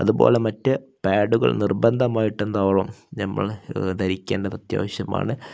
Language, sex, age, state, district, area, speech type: Malayalam, male, 18-30, Kerala, Kozhikode, rural, spontaneous